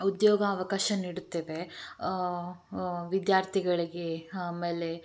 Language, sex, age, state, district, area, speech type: Kannada, female, 18-30, Karnataka, Tumkur, rural, spontaneous